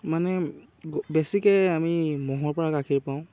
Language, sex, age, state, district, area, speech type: Assamese, male, 18-30, Assam, Dhemaji, rural, spontaneous